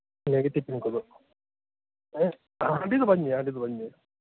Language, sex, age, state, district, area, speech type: Santali, male, 30-45, West Bengal, Birbhum, rural, conversation